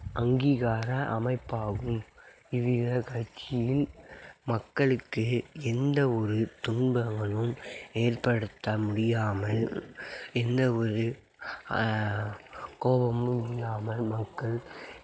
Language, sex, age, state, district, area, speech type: Tamil, male, 18-30, Tamil Nadu, Mayiladuthurai, urban, spontaneous